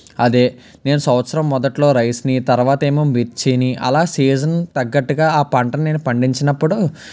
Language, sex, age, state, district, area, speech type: Telugu, male, 18-30, Andhra Pradesh, Palnadu, urban, spontaneous